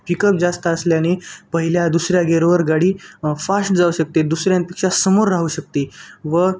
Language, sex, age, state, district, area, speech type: Marathi, male, 18-30, Maharashtra, Nanded, urban, spontaneous